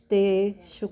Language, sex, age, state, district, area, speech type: Punjabi, female, 60+, Punjab, Jalandhar, urban, spontaneous